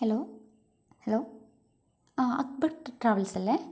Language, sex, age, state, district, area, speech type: Malayalam, female, 18-30, Kerala, Wayanad, rural, spontaneous